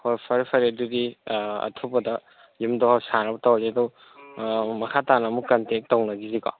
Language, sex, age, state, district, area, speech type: Manipuri, male, 18-30, Manipur, Senapati, rural, conversation